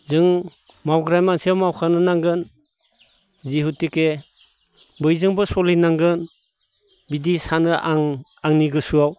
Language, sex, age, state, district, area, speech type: Bodo, male, 60+, Assam, Baksa, rural, spontaneous